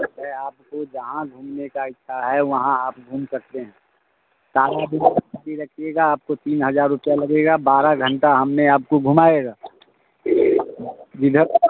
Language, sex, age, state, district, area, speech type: Hindi, male, 45-60, Bihar, Muzaffarpur, rural, conversation